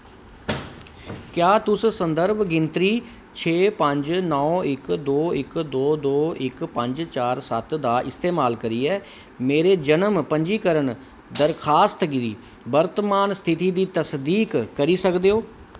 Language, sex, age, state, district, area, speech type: Dogri, male, 45-60, Jammu and Kashmir, Kathua, urban, read